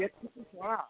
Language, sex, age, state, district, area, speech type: Bengali, male, 60+, West Bengal, Birbhum, urban, conversation